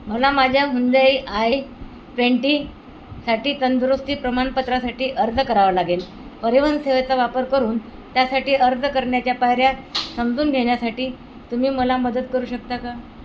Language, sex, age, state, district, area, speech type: Marathi, female, 60+, Maharashtra, Wardha, urban, read